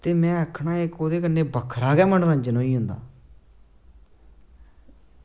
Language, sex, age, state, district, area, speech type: Dogri, male, 18-30, Jammu and Kashmir, Samba, rural, spontaneous